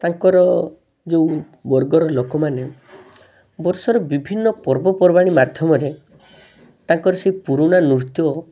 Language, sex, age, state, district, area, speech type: Odia, male, 18-30, Odisha, Balasore, rural, spontaneous